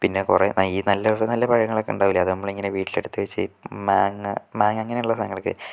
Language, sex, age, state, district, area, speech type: Malayalam, male, 18-30, Kerala, Kozhikode, urban, spontaneous